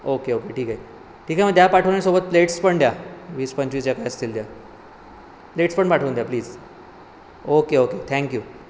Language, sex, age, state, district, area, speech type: Marathi, male, 30-45, Maharashtra, Sindhudurg, rural, spontaneous